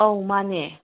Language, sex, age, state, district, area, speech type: Manipuri, female, 45-60, Manipur, Bishnupur, rural, conversation